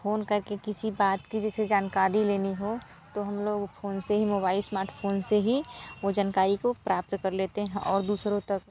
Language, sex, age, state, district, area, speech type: Hindi, female, 45-60, Uttar Pradesh, Mirzapur, urban, spontaneous